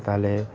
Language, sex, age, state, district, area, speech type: Bengali, male, 18-30, West Bengal, Malda, rural, spontaneous